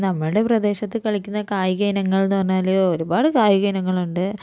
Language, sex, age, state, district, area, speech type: Malayalam, female, 45-60, Kerala, Kozhikode, urban, spontaneous